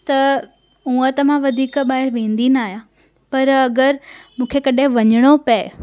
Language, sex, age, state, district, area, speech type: Sindhi, female, 18-30, Gujarat, Surat, urban, spontaneous